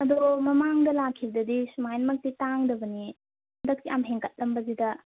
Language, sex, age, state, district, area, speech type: Manipuri, female, 18-30, Manipur, Imphal West, rural, conversation